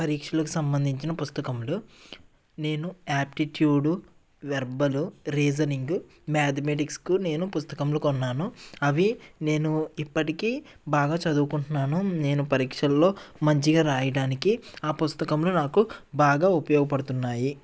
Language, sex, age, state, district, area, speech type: Telugu, male, 30-45, Andhra Pradesh, N T Rama Rao, urban, spontaneous